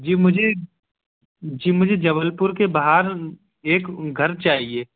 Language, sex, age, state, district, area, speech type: Hindi, male, 18-30, Madhya Pradesh, Gwalior, urban, conversation